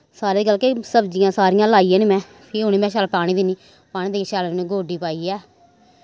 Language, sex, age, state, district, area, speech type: Dogri, female, 30-45, Jammu and Kashmir, Samba, rural, spontaneous